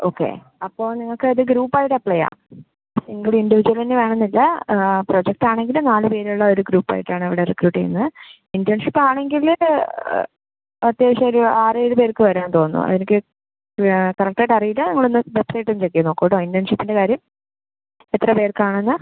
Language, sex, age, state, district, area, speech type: Malayalam, female, 18-30, Kerala, Palakkad, rural, conversation